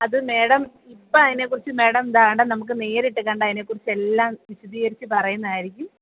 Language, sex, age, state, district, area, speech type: Malayalam, female, 30-45, Kerala, Kottayam, urban, conversation